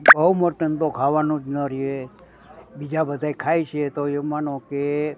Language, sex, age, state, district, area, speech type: Gujarati, male, 60+, Gujarat, Rajkot, urban, spontaneous